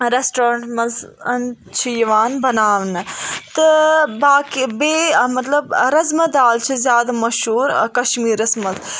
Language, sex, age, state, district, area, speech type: Kashmiri, female, 18-30, Jammu and Kashmir, Budgam, rural, spontaneous